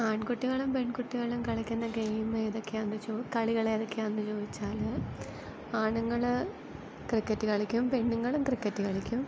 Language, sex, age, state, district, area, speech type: Malayalam, female, 18-30, Kerala, Kottayam, rural, spontaneous